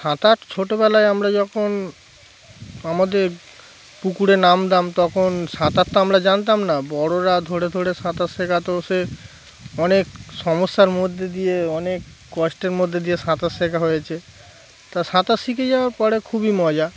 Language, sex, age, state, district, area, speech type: Bengali, male, 30-45, West Bengal, Darjeeling, urban, spontaneous